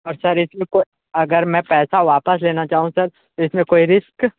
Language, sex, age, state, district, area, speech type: Hindi, male, 45-60, Uttar Pradesh, Sonbhadra, rural, conversation